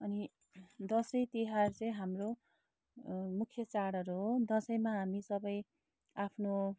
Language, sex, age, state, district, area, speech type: Nepali, female, 30-45, West Bengal, Darjeeling, rural, spontaneous